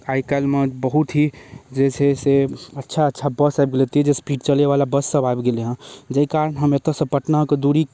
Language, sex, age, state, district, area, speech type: Maithili, male, 18-30, Bihar, Darbhanga, rural, spontaneous